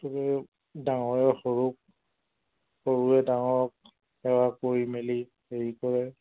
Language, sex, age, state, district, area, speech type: Assamese, male, 45-60, Assam, Charaideo, rural, conversation